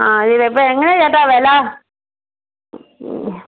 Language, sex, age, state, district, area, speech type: Malayalam, female, 45-60, Kerala, Kottayam, rural, conversation